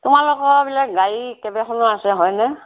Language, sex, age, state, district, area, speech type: Assamese, female, 60+, Assam, Morigaon, rural, conversation